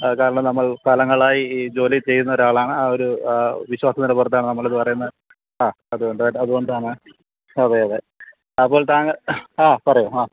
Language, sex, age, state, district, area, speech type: Malayalam, male, 45-60, Kerala, Alappuzha, rural, conversation